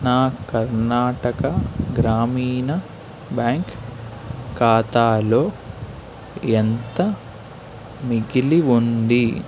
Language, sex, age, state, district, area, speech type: Telugu, male, 18-30, Andhra Pradesh, Eluru, rural, read